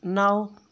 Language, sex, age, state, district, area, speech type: Hindi, female, 30-45, Uttar Pradesh, Jaunpur, urban, read